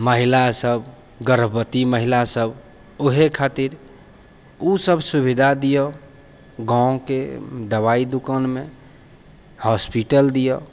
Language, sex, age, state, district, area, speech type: Maithili, male, 30-45, Bihar, Purnia, rural, spontaneous